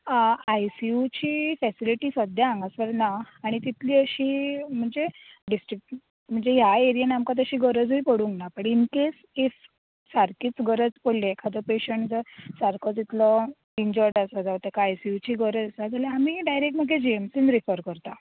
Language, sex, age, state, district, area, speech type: Goan Konkani, female, 18-30, Goa, Bardez, urban, conversation